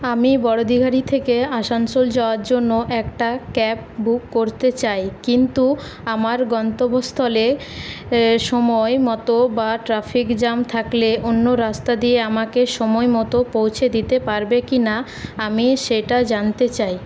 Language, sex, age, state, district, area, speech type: Bengali, female, 18-30, West Bengal, Paschim Bardhaman, urban, spontaneous